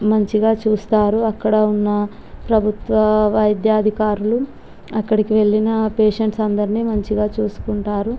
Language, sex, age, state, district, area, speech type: Telugu, female, 18-30, Andhra Pradesh, Visakhapatnam, urban, spontaneous